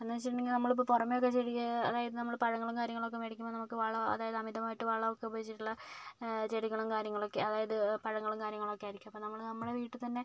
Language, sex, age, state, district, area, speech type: Malayalam, female, 60+, Kerala, Kozhikode, urban, spontaneous